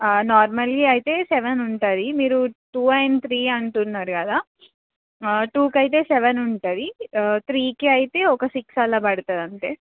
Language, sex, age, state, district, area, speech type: Telugu, female, 18-30, Telangana, Nizamabad, urban, conversation